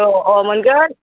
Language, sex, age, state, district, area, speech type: Bodo, female, 60+, Assam, Udalguri, rural, conversation